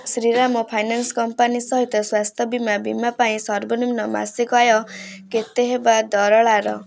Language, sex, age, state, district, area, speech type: Odia, female, 18-30, Odisha, Kendrapara, urban, read